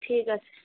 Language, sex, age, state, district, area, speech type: Bengali, female, 18-30, West Bengal, Alipurduar, rural, conversation